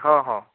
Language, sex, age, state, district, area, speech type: Odia, male, 18-30, Odisha, Bhadrak, rural, conversation